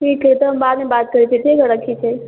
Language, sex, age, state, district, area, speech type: Maithili, female, 45-60, Bihar, Sitamarhi, urban, conversation